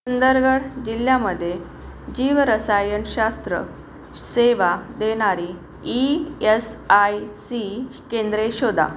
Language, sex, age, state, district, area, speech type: Marathi, female, 45-60, Maharashtra, Akola, urban, read